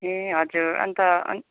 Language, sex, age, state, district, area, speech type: Nepali, female, 45-60, West Bengal, Kalimpong, rural, conversation